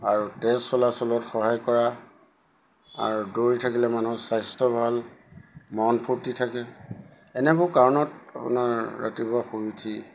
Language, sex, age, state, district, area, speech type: Assamese, male, 60+, Assam, Lakhimpur, rural, spontaneous